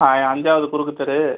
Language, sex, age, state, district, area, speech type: Tamil, male, 45-60, Tamil Nadu, Cuddalore, rural, conversation